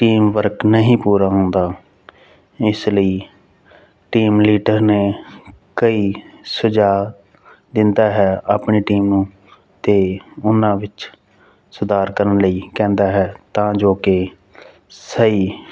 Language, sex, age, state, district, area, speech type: Punjabi, male, 30-45, Punjab, Fazilka, rural, spontaneous